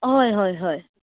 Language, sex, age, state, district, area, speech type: Goan Konkani, female, 18-30, Goa, Canacona, rural, conversation